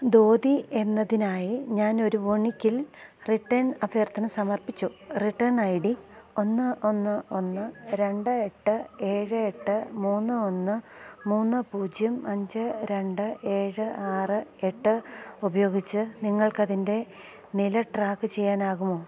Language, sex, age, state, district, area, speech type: Malayalam, female, 45-60, Kerala, Idukki, rural, read